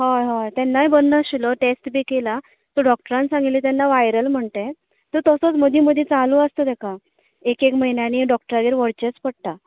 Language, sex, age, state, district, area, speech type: Goan Konkani, female, 30-45, Goa, Canacona, rural, conversation